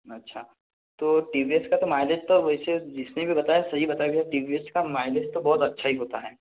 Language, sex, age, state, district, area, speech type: Hindi, male, 60+, Madhya Pradesh, Balaghat, rural, conversation